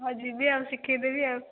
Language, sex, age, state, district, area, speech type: Odia, female, 18-30, Odisha, Jajpur, rural, conversation